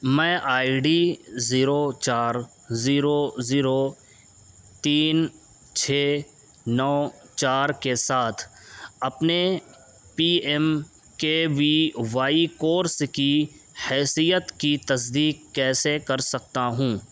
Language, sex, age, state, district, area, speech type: Urdu, male, 18-30, Uttar Pradesh, Siddharthnagar, rural, read